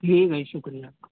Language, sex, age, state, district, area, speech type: Urdu, male, 18-30, Bihar, Gaya, urban, conversation